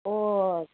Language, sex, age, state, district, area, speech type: Manipuri, female, 60+, Manipur, Imphal East, rural, conversation